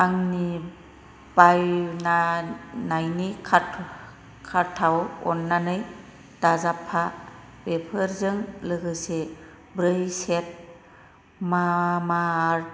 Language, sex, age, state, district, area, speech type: Bodo, female, 45-60, Assam, Kokrajhar, rural, read